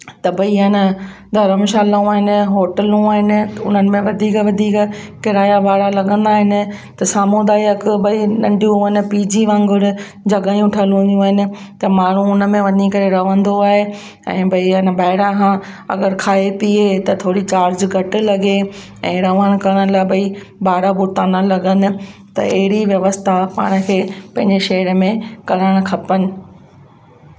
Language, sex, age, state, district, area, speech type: Sindhi, female, 45-60, Gujarat, Kutch, rural, spontaneous